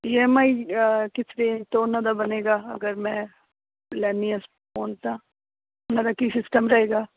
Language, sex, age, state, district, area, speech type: Punjabi, female, 45-60, Punjab, Fazilka, rural, conversation